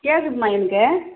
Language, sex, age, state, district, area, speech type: Tamil, female, 30-45, Tamil Nadu, Tirupattur, rural, conversation